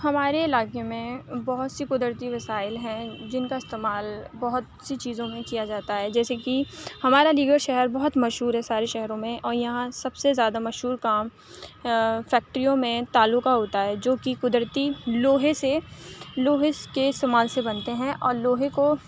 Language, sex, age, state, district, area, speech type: Urdu, female, 18-30, Uttar Pradesh, Aligarh, urban, spontaneous